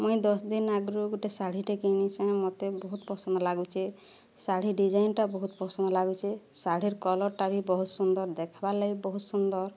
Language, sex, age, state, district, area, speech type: Odia, female, 30-45, Odisha, Boudh, rural, spontaneous